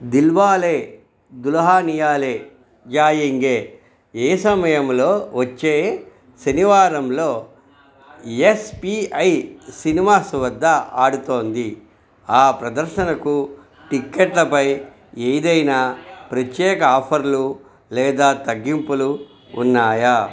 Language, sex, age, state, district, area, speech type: Telugu, male, 45-60, Andhra Pradesh, Krishna, rural, read